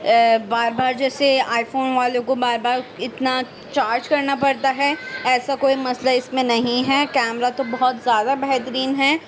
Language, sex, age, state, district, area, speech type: Urdu, female, 30-45, Delhi, Central Delhi, urban, spontaneous